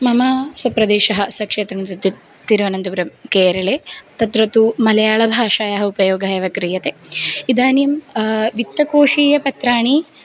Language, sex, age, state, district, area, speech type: Sanskrit, female, 18-30, Kerala, Thiruvananthapuram, urban, spontaneous